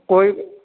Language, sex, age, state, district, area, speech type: Sindhi, male, 30-45, Madhya Pradesh, Katni, rural, conversation